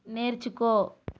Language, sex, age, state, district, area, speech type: Telugu, female, 30-45, Telangana, Nalgonda, rural, read